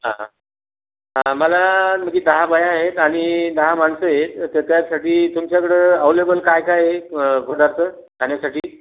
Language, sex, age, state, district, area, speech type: Marathi, male, 45-60, Maharashtra, Buldhana, rural, conversation